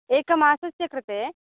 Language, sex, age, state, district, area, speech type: Sanskrit, female, 18-30, Karnataka, Belgaum, rural, conversation